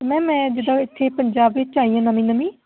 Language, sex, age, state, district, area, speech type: Punjabi, female, 18-30, Punjab, Shaheed Bhagat Singh Nagar, urban, conversation